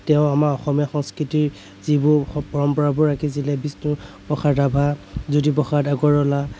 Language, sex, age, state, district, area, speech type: Assamese, male, 30-45, Assam, Kamrup Metropolitan, urban, spontaneous